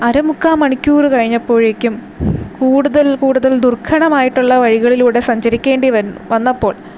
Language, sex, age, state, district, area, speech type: Malayalam, female, 18-30, Kerala, Thiruvananthapuram, urban, spontaneous